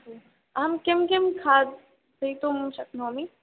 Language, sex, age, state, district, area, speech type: Sanskrit, female, 18-30, Rajasthan, Jaipur, urban, conversation